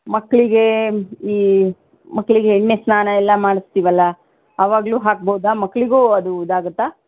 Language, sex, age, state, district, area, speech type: Kannada, female, 30-45, Karnataka, Shimoga, rural, conversation